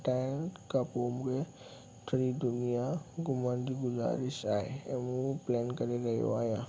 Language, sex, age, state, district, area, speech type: Sindhi, male, 18-30, Gujarat, Kutch, rural, spontaneous